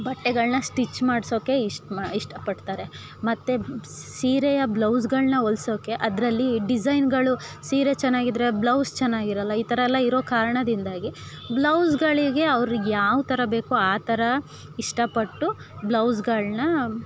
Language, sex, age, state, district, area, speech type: Kannada, female, 30-45, Karnataka, Chikkamagaluru, rural, spontaneous